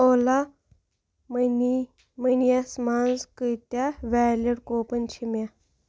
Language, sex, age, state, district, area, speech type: Kashmiri, female, 18-30, Jammu and Kashmir, Baramulla, rural, read